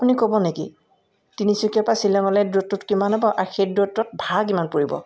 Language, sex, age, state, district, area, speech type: Assamese, female, 60+, Assam, Tinsukia, urban, spontaneous